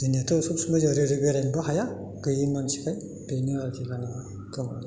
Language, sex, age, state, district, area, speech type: Bodo, male, 60+, Assam, Chirang, rural, spontaneous